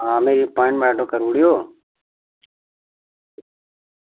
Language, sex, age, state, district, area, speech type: Dogri, male, 30-45, Jammu and Kashmir, Reasi, rural, conversation